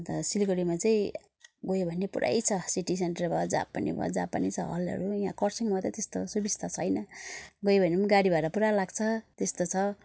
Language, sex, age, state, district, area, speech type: Nepali, female, 45-60, West Bengal, Darjeeling, rural, spontaneous